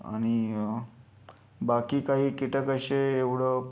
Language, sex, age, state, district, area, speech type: Marathi, male, 30-45, Maharashtra, Yavatmal, rural, spontaneous